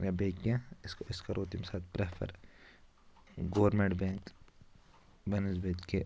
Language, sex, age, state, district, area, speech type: Kashmiri, male, 30-45, Jammu and Kashmir, Ganderbal, rural, spontaneous